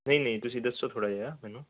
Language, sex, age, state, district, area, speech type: Punjabi, male, 18-30, Punjab, Fazilka, rural, conversation